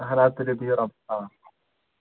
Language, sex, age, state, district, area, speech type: Kashmiri, male, 18-30, Jammu and Kashmir, Pulwama, urban, conversation